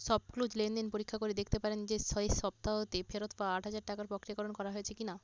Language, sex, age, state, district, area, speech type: Bengali, female, 30-45, West Bengal, Bankura, urban, read